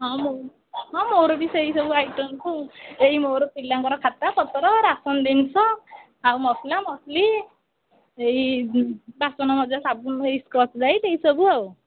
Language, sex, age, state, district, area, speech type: Odia, female, 45-60, Odisha, Sundergarh, rural, conversation